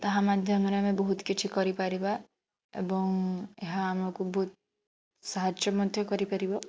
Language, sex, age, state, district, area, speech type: Odia, female, 18-30, Odisha, Bhadrak, rural, spontaneous